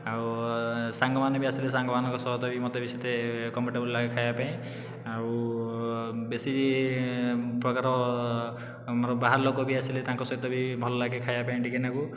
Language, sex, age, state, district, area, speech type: Odia, male, 18-30, Odisha, Khordha, rural, spontaneous